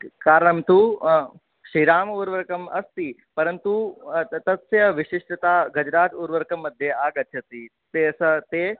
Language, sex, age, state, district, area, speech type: Sanskrit, male, 18-30, Rajasthan, Jodhpur, urban, conversation